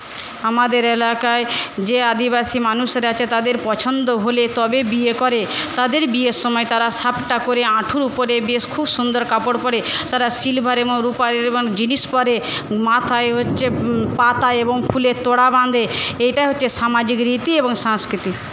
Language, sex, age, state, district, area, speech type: Bengali, female, 45-60, West Bengal, Paschim Medinipur, rural, spontaneous